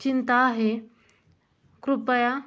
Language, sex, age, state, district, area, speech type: Marathi, female, 18-30, Maharashtra, Osmanabad, rural, spontaneous